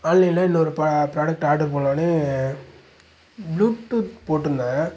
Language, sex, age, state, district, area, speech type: Tamil, male, 18-30, Tamil Nadu, Nagapattinam, rural, spontaneous